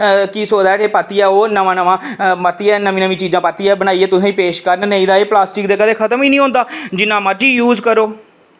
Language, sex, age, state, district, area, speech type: Dogri, male, 18-30, Jammu and Kashmir, Reasi, rural, spontaneous